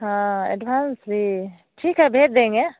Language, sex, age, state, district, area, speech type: Hindi, female, 45-60, Bihar, Samastipur, rural, conversation